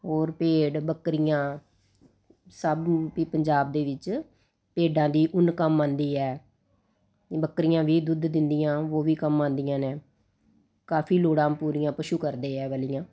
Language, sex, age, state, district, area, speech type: Punjabi, female, 45-60, Punjab, Ludhiana, urban, spontaneous